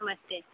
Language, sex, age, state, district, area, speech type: Hindi, female, 18-30, Uttar Pradesh, Mau, urban, conversation